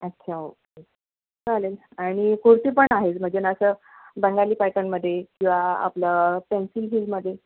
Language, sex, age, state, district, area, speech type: Marathi, female, 45-60, Maharashtra, Akola, urban, conversation